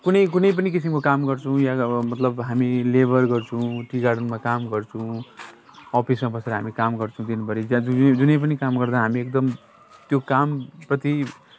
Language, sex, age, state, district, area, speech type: Nepali, male, 45-60, West Bengal, Jalpaiguri, urban, spontaneous